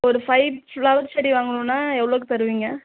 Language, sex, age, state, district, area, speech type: Tamil, female, 18-30, Tamil Nadu, Tiruvallur, urban, conversation